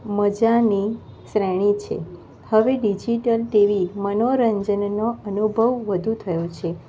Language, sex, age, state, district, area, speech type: Gujarati, female, 30-45, Gujarat, Kheda, rural, spontaneous